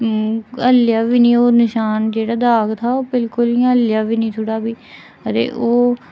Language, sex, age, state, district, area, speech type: Dogri, female, 18-30, Jammu and Kashmir, Udhampur, rural, spontaneous